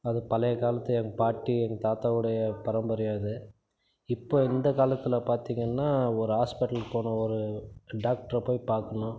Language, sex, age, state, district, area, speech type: Tamil, male, 30-45, Tamil Nadu, Krishnagiri, rural, spontaneous